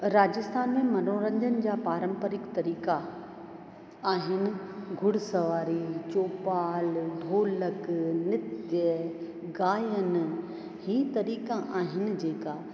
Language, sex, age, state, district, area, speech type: Sindhi, female, 45-60, Rajasthan, Ajmer, urban, spontaneous